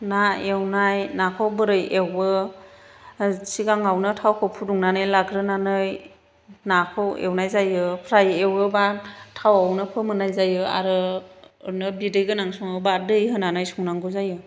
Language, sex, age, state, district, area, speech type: Bodo, female, 45-60, Assam, Chirang, urban, spontaneous